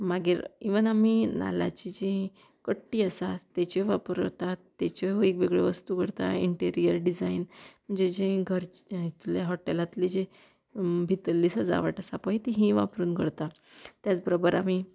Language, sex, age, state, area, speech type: Goan Konkani, female, 30-45, Goa, rural, spontaneous